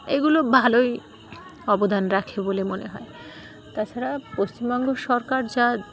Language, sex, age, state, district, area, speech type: Bengali, female, 18-30, West Bengal, Dakshin Dinajpur, urban, spontaneous